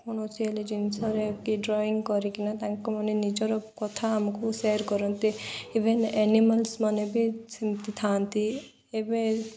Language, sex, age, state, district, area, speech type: Odia, female, 18-30, Odisha, Koraput, urban, spontaneous